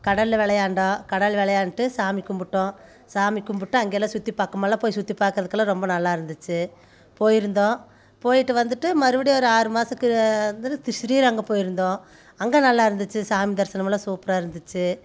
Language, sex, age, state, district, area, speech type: Tamil, female, 30-45, Tamil Nadu, Coimbatore, rural, spontaneous